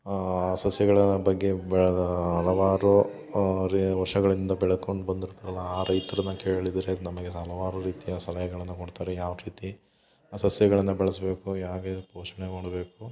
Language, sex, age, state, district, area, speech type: Kannada, male, 30-45, Karnataka, Hassan, rural, spontaneous